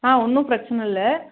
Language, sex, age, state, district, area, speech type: Tamil, female, 18-30, Tamil Nadu, Namakkal, rural, conversation